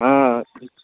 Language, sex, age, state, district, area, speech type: Maithili, male, 18-30, Bihar, Darbhanga, urban, conversation